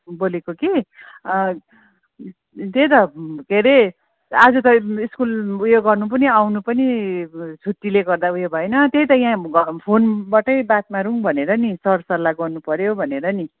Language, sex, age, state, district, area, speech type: Nepali, female, 45-60, West Bengal, Kalimpong, rural, conversation